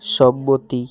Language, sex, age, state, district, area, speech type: Bengali, male, 18-30, West Bengal, Hooghly, urban, read